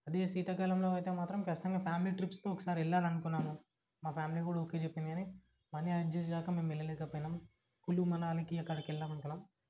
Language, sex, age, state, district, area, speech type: Telugu, male, 18-30, Telangana, Vikarabad, urban, spontaneous